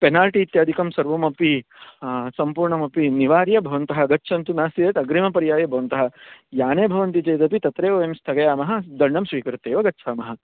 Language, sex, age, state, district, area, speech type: Sanskrit, male, 30-45, Karnataka, Bangalore Urban, urban, conversation